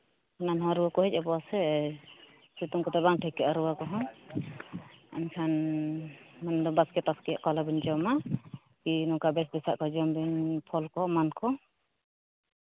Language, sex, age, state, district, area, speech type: Santali, female, 30-45, Jharkhand, East Singhbhum, rural, conversation